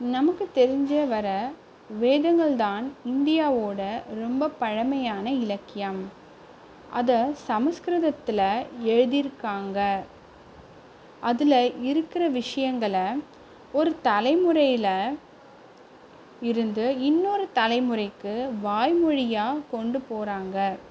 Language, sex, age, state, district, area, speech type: Tamil, female, 30-45, Tamil Nadu, Kanchipuram, urban, read